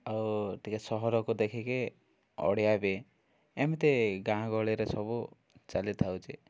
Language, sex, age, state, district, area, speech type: Odia, male, 18-30, Odisha, Koraput, urban, spontaneous